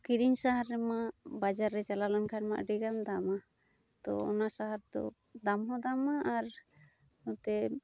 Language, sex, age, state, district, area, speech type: Santali, female, 30-45, West Bengal, Uttar Dinajpur, rural, spontaneous